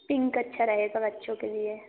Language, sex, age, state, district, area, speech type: Hindi, female, 18-30, Madhya Pradesh, Harda, urban, conversation